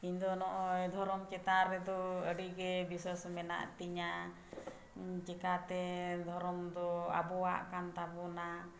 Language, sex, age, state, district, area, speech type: Santali, female, 45-60, Jharkhand, Bokaro, rural, spontaneous